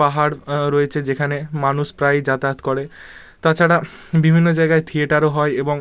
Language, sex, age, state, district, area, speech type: Bengali, male, 45-60, West Bengal, Bankura, urban, spontaneous